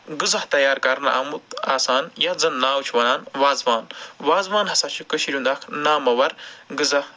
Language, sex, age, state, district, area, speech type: Kashmiri, male, 45-60, Jammu and Kashmir, Ganderbal, urban, spontaneous